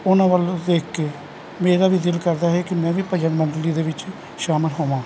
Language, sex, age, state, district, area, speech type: Punjabi, male, 45-60, Punjab, Kapurthala, urban, spontaneous